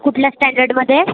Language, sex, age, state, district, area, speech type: Marathi, female, 30-45, Maharashtra, Nagpur, rural, conversation